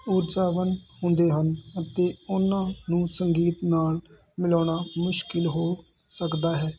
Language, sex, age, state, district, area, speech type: Punjabi, male, 30-45, Punjab, Hoshiarpur, urban, spontaneous